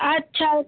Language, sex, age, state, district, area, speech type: Bengali, female, 18-30, West Bengal, Malda, urban, conversation